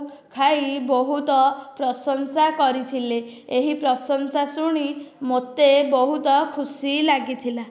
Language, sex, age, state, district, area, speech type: Odia, female, 18-30, Odisha, Dhenkanal, rural, spontaneous